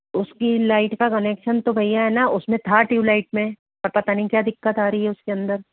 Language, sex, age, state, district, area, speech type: Hindi, male, 30-45, Rajasthan, Jaipur, urban, conversation